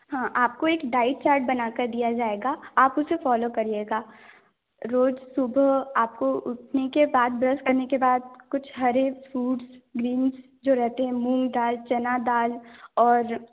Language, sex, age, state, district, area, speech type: Hindi, female, 18-30, Madhya Pradesh, Balaghat, rural, conversation